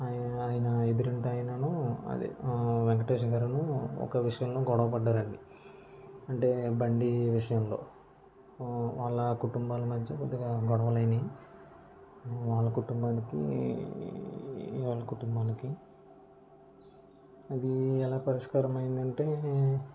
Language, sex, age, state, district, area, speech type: Telugu, male, 30-45, Andhra Pradesh, Kakinada, rural, spontaneous